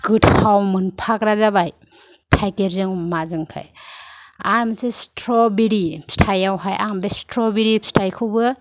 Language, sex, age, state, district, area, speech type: Bodo, female, 45-60, Assam, Kokrajhar, rural, spontaneous